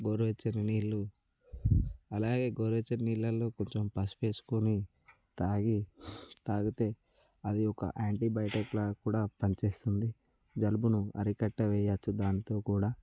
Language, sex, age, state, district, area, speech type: Telugu, male, 18-30, Telangana, Nirmal, rural, spontaneous